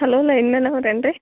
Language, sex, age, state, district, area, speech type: Kannada, female, 18-30, Karnataka, Gulbarga, urban, conversation